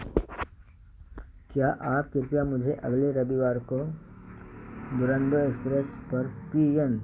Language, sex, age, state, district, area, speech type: Hindi, male, 60+, Uttar Pradesh, Ayodhya, urban, read